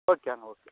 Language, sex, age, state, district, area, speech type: Kannada, male, 30-45, Karnataka, Raichur, rural, conversation